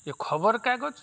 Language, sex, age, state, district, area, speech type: Odia, male, 45-60, Odisha, Nuapada, rural, spontaneous